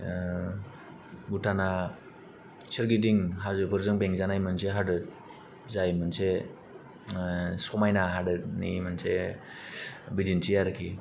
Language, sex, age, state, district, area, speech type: Bodo, male, 18-30, Assam, Kokrajhar, rural, spontaneous